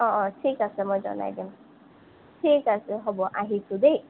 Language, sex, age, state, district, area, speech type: Assamese, female, 30-45, Assam, Sonitpur, rural, conversation